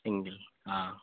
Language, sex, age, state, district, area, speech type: Assamese, male, 18-30, Assam, Goalpara, urban, conversation